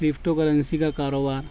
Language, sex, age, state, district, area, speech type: Urdu, male, 60+, Maharashtra, Nashik, rural, spontaneous